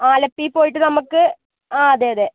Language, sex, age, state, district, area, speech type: Malayalam, male, 18-30, Kerala, Wayanad, rural, conversation